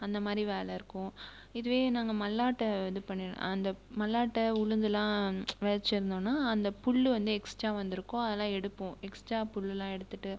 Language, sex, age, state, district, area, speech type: Tamil, female, 18-30, Tamil Nadu, Viluppuram, rural, spontaneous